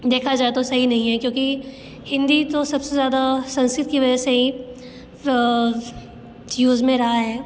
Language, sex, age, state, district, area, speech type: Hindi, female, 18-30, Uttar Pradesh, Bhadohi, rural, spontaneous